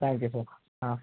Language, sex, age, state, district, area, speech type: Tamil, male, 18-30, Tamil Nadu, Vellore, rural, conversation